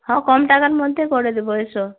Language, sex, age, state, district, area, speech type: Bengali, female, 45-60, West Bengal, Uttar Dinajpur, urban, conversation